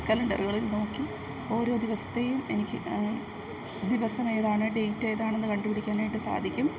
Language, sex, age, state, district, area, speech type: Malayalam, female, 30-45, Kerala, Idukki, rural, spontaneous